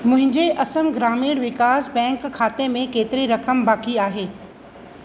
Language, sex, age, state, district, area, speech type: Sindhi, female, 30-45, Rajasthan, Ajmer, rural, read